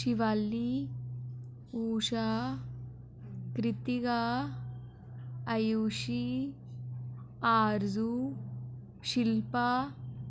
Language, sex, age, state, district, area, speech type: Dogri, female, 30-45, Jammu and Kashmir, Udhampur, rural, spontaneous